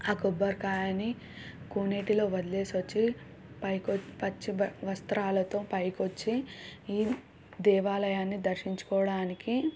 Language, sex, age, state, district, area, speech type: Telugu, female, 18-30, Telangana, Suryapet, urban, spontaneous